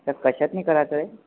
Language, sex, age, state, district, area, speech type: Marathi, male, 18-30, Maharashtra, Yavatmal, rural, conversation